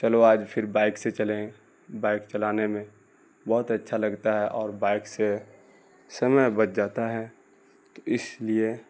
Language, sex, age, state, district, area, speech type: Urdu, male, 18-30, Bihar, Darbhanga, rural, spontaneous